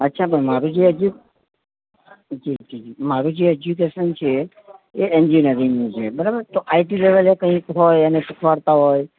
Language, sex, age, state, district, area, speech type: Gujarati, male, 45-60, Gujarat, Ahmedabad, urban, conversation